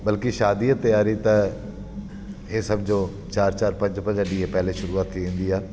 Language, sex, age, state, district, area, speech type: Sindhi, male, 45-60, Delhi, South Delhi, rural, spontaneous